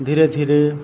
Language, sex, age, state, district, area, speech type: Gujarati, male, 30-45, Gujarat, Narmada, rural, spontaneous